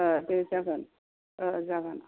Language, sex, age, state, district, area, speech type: Bodo, female, 60+, Assam, Kokrajhar, rural, conversation